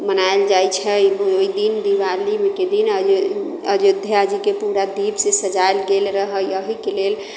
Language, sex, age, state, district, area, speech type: Maithili, female, 45-60, Bihar, Sitamarhi, rural, spontaneous